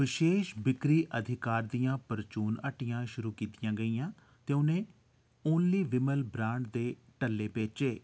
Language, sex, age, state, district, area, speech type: Dogri, male, 45-60, Jammu and Kashmir, Jammu, urban, read